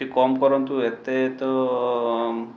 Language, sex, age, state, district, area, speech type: Odia, male, 45-60, Odisha, Balasore, rural, spontaneous